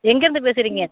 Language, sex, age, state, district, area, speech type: Tamil, female, 60+, Tamil Nadu, Ariyalur, rural, conversation